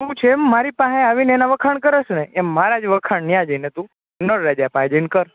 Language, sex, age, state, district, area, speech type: Gujarati, male, 18-30, Gujarat, Rajkot, urban, conversation